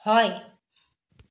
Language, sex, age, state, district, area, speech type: Assamese, female, 45-60, Assam, Biswanath, rural, read